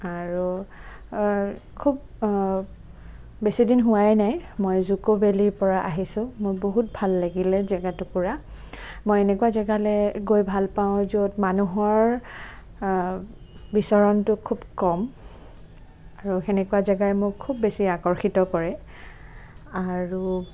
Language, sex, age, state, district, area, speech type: Assamese, female, 18-30, Assam, Nagaon, rural, spontaneous